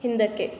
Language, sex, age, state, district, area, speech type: Kannada, female, 18-30, Karnataka, Mysore, urban, read